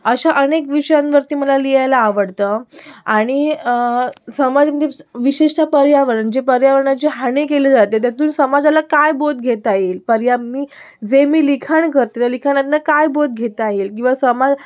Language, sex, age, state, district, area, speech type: Marathi, female, 18-30, Maharashtra, Sindhudurg, urban, spontaneous